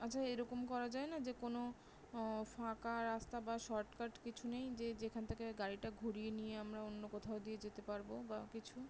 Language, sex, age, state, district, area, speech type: Bengali, female, 18-30, West Bengal, Howrah, urban, spontaneous